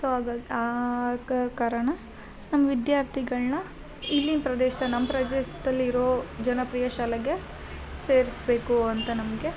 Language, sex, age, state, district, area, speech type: Kannada, female, 30-45, Karnataka, Hassan, urban, spontaneous